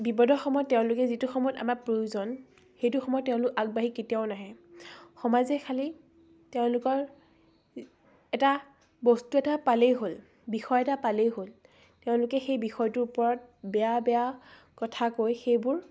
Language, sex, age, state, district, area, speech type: Assamese, female, 18-30, Assam, Biswanath, rural, spontaneous